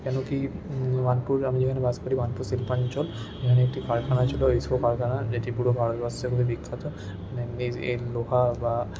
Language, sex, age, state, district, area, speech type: Bengali, male, 18-30, West Bengal, Paschim Bardhaman, rural, spontaneous